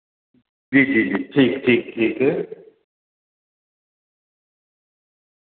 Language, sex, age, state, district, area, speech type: Dogri, male, 45-60, Jammu and Kashmir, Reasi, rural, conversation